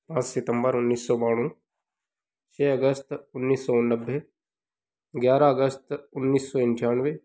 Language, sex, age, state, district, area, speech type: Hindi, male, 30-45, Madhya Pradesh, Ujjain, rural, spontaneous